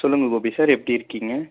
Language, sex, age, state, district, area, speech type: Tamil, male, 18-30, Tamil Nadu, Coimbatore, rural, conversation